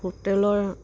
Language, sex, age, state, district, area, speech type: Assamese, female, 60+, Assam, Dibrugarh, rural, spontaneous